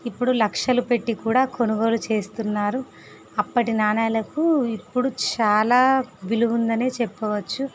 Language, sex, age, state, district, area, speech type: Telugu, female, 30-45, Andhra Pradesh, Visakhapatnam, urban, spontaneous